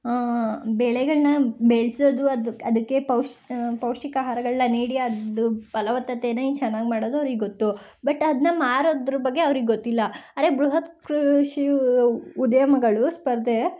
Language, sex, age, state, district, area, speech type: Kannada, female, 30-45, Karnataka, Ramanagara, rural, spontaneous